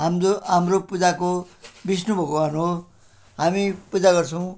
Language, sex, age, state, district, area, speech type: Nepali, male, 60+, West Bengal, Jalpaiguri, rural, spontaneous